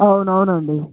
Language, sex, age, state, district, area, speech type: Telugu, male, 18-30, Telangana, Nirmal, rural, conversation